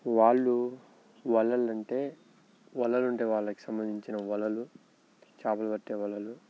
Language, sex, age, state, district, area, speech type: Telugu, male, 18-30, Telangana, Nalgonda, rural, spontaneous